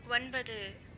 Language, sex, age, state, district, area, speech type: Tamil, female, 45-60, Tamil Nadu, Pudukkottai, rural, read